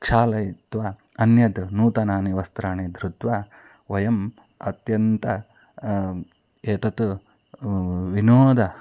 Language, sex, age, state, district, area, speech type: Sanskrit, male, 45-60, Karnataka, Shimoga, rural, spontaneous